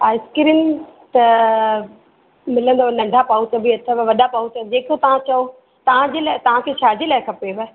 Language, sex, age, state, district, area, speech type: Sindhi, female, 30-45, Madhya Pradesh, Katni, rural, conversation